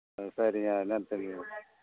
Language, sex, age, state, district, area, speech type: Tamil, male, 60+, Tamil Nadu, Ariyalur, rural, conversation